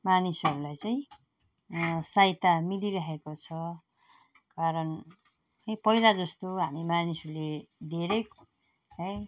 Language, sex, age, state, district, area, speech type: Nepali, female, 45-60, West Bengal, Jalpaiguri, rural, spontaneous